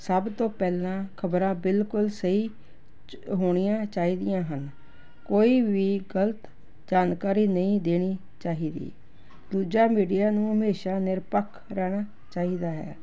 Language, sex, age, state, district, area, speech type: Punjabi, female, 60+, Punjab, Jalandhar, urban, spontaneous